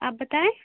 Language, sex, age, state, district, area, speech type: Urdu, female, 18-30, Bihar, Khagaria, rural, conversation